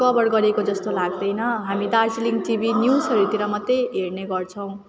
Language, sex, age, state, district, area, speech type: Nepali, female, 18-30, West Bengal, Darjeeling, rural, spontaneous